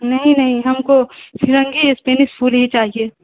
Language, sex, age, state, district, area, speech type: Urdu, female, 18-30, Bihar, Saharsa, rural, conversation